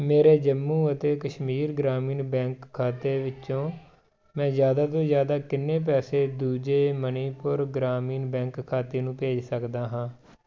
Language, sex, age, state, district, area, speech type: Punjabi, male, 30-45, Punjab, Tarn Taran, rural, read